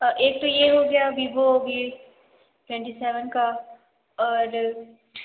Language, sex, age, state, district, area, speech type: Hindi, female, 18-30, Uttar Pradesh, Sonbhadra, rural, conversation